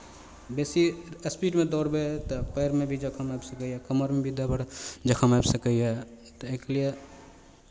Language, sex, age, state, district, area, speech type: Maithili, male, 45-60, Bihar, Madhepura, rural, spontaneous